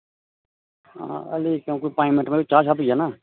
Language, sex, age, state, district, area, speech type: Dogri, male, 60+, Jammu and Kashmir, Reasi, rural, conversation